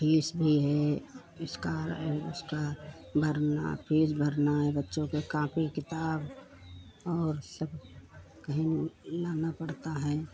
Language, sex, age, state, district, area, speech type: Hindi, female, 60+, Uttar Pradesh, Lucknow, rural, spontaneous